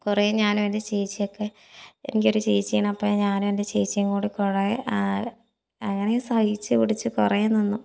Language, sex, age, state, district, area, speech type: Malayalam, female, 18-30, Kerala, Palakkad, urban, spontaneous